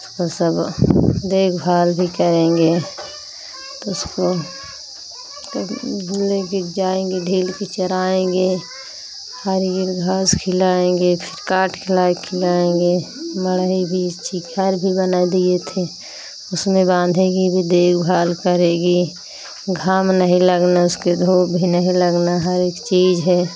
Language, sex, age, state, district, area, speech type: Hindi, female, 30-45, Uttar Pradesh, Pratapgarh, rural, spontaneous